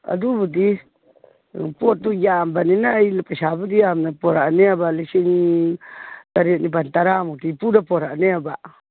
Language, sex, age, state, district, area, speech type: Manipuri, female, 60+, Manipur, Imphal East, rural, conversation